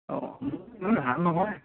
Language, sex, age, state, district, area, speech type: Assamese, male, 18-30, Assam, Lakhimpur, rural, conversation